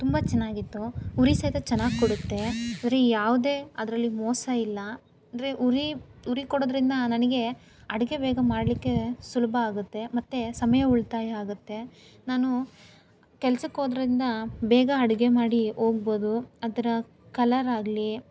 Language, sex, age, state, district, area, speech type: Kannada, female, 18-30, Karnataka, Chikkaballapur, rural, spontaneous